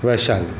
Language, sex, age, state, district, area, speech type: Maithili, male, 45-60, Bihar, Darbhanga, urban, spontaneous